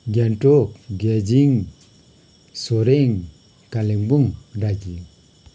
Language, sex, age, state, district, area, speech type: Nepali, male, 45-60, West Bengal, Kalimpong, rural, spontaneous